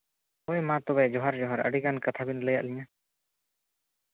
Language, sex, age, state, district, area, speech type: Santali, male, 18-30, West Bengal, Bankura, rural, conversation